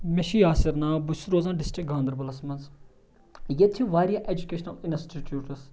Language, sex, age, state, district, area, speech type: Kashmiri, male, 30-45, Jammu and Kashmir, Ganderbal, rural, spontaneous